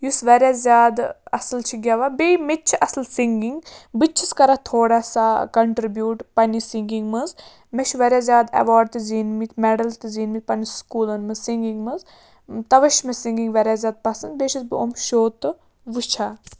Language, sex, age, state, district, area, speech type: Kashmiri, female, 30-45, Jammu and Kashmir, Bandipora, rural, spontaneous